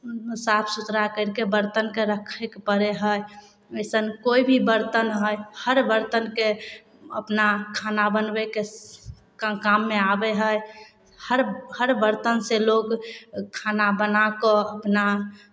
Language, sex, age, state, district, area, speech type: Maithili, female, 18-30, Bihar, Samastipur, urban, spontaneous